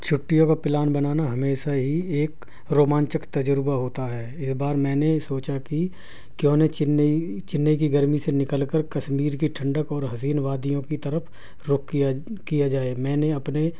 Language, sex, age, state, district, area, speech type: Urdu, male, 60+, Delhi, South Delhi, urban, spontaneous